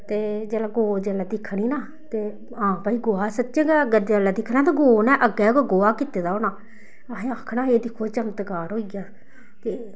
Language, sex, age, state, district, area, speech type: Dogri, female, 30-45, Jammu and Kashmir, Samba, rural, spontaneous